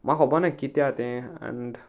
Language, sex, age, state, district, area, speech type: Goan Konkani, male, 18-30, Goa, Salcete, rural, spontaneous